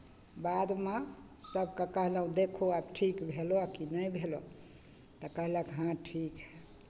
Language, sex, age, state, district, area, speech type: Maithili, female, 60+, Bihar, Begusarai, rural, spontaneous